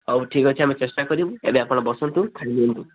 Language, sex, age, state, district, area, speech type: Odia, male, 18-30, Odisha, Balasore, rural, conversation